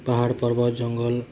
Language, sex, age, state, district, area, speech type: Odia, male, 18-30, Odisha, Bargarh, urban, spontaneous